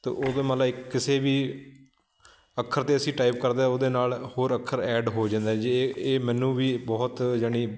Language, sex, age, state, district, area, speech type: Punjabi, male, 30-45, Punjab, Shaheed Bhagat Singh Nagar, urban, spontaneous